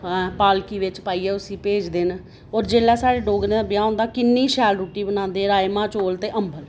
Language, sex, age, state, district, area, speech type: Dogri, female, 30-45, Jammu and Kashmir, Reasi, urban, spontaneous